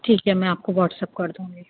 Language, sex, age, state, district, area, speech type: Urdu, female, 30-45, Uttar Pradesh, Rampur, urban, conversation